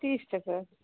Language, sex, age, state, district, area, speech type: Maithili, female, 45-60, Bihar, Madhepura, rural, conversation